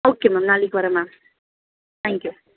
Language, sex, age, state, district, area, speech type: Tamil, female, 18-30, Tamil Nadu, Kanchipuram, urban, conversation